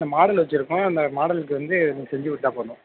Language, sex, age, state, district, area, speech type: Tamil, male, 18-30, Tamil Nadu, Mayiladuthurai, urban, conversation